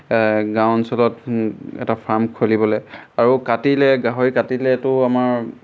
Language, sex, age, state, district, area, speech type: Assamese, male, 18-30, Assam, Golaghat, rural, spontaneous